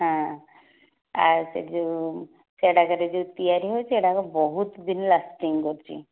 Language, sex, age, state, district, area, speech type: Odia, female, 30-45, Odisha, Nayagarh, rural, conversation